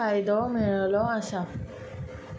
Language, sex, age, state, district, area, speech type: Goan Konkani, female, 30-45, Goa, Tiswadi, rural, spontaneous